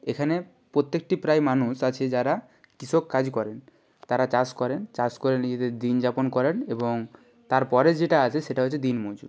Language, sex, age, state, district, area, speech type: Bengali, male, 30-45, West Bengal, Purba Medinipur, rural, spontaneous